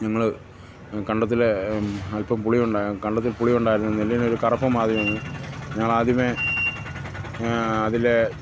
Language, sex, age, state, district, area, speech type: Malayalam, male, 45-60, Kerala, Kottayam, rural, spontaneous